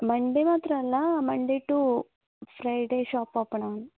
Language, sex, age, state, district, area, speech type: Malayalam, female, 18-30, Kerala, Kasaragod, rural, conversation